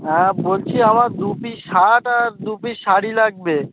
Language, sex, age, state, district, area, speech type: Bengali, male, 18-30, West Bengal, North 24 Parganas, rural, conversation